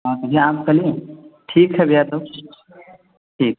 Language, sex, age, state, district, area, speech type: Hindi, male, 18-30, Bihar, Vaishali, rural, conversation